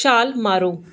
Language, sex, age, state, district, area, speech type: Punjabi, female, 18-30, Punjab, Gurdaspur, rural, read